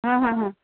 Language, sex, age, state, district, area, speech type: Marathi, female, 30-45, Maharashtra, Buldhana, urban, conversation